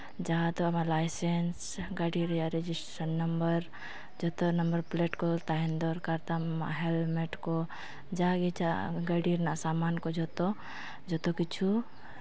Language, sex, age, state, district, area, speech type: Santali, female, 18-30, Jharkhand, East Singhbhum, rural, spontaneous